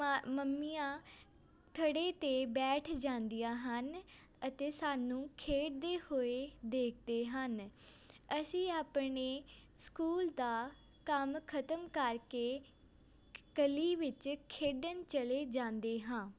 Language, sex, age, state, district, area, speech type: Punjabi, female, 18-30, Punjab, Amritsar, urban, spontaneous